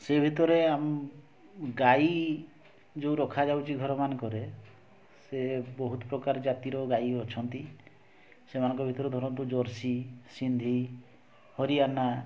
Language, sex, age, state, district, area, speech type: Odia, male, 60+, Odisha, Mayurbhanj, rural, spontaneous